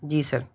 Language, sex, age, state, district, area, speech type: Urdu, male, 18-30, Delhi, North West Delhi, urban, spontaneous